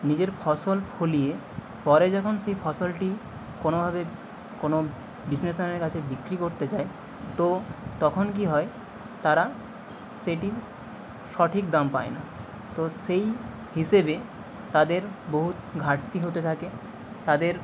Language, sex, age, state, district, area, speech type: Bengali, male, 18-30, West Bengal, Nadia, rural, spontaneous